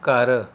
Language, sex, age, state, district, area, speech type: Punjabi, male, 45-60, Punjab, Rupnagar, rural, read